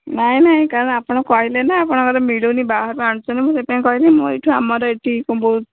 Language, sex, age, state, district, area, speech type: Odia, female, 30-45, Odisha, Bhadrak, rural, conversation